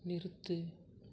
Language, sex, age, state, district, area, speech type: Tamil, female, 18-30, Tamil Nadu, Tiruvarur, rural, read